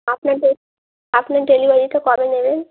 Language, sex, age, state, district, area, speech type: Bengali, female, 18-30, West Bengal, Birbhum, urban, conversation